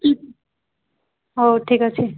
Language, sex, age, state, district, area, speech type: Odia, female, 18-30, Odisha, Subarnapur, urban, conversation